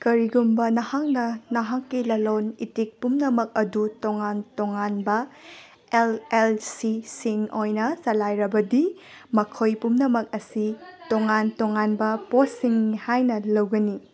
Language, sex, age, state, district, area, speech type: Manipuri, female, 18-30, Manipur, Senapati, rural, read